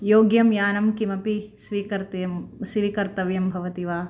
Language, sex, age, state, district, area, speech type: Sanskrit, female, 45-60, Telangana, Bhadradri Kothagudem, urban, spontaneous